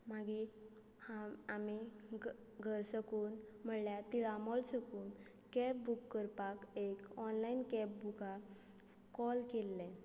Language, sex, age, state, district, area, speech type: Goan Konkani, female, 30-45, Goa, Quepem, rural, spontaneous